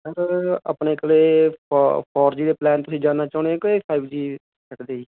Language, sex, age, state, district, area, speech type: Punjabi, male, 30-45, Punjab, Muktsar, urban, conversation